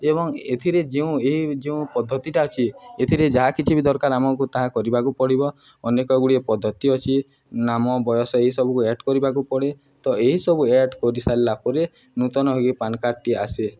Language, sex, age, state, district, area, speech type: Odia, male, 18-30, Odisha, Nuapada, urban, spontaneous